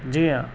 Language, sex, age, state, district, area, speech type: Urdu, male, 30-45, Delhi, South Delhi, urban, spontaneous